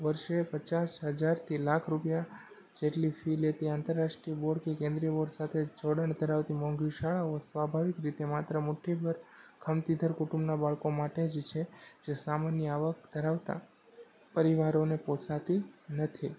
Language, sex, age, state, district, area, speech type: Gujarati, male, 18-30, Gujarat, Rajkot, urban, spontaneous